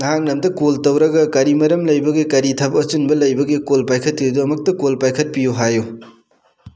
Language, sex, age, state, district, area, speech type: Manipuri, male, 30-45, Manipur, Thoubal, rural, spontaneous